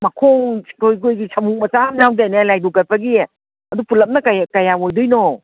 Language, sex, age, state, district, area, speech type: Manipuri, female, 60+, Manipur, Imphal East, rural, conversation